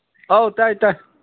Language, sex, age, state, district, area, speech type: Manipuri, male, 45-60, Manipur, Kangpokpi, urban, conversation